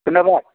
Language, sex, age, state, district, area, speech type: Bodo, male, 45-60, Assam, Chirang, urban, conversation